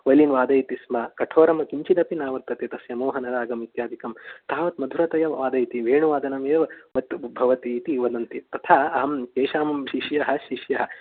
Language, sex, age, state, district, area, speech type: Sanskrit, male, 18-30, Karnataka, Mysore, urban, conversation